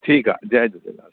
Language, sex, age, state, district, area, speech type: Sindhi, male, 45-60, Delhi, South Delhi, urban, conversation